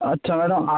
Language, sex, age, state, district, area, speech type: Bengali, male, 18-30, West Bengal, Purba Medinipur, rural, conversation